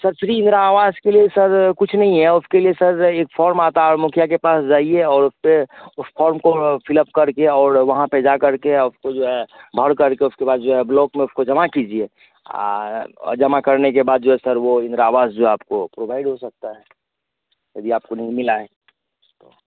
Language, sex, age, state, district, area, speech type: Hindi, male, 30-45, Bihar, Madhepura, rural, conversation